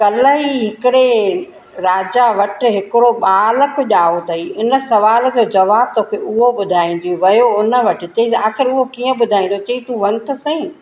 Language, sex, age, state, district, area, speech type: Sindhi, female, 45-60, Madhya Pradesh, Katni, urban, spontaneous